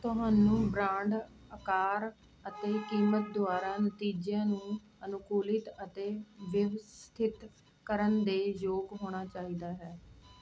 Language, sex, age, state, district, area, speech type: Punjabi, female, 45-60, Punjab, Ludhiana, urban, read